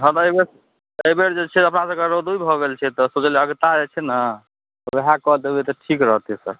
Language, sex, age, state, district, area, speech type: Maithili, male, 45-60, Bihar, Madhubani, rural, conversation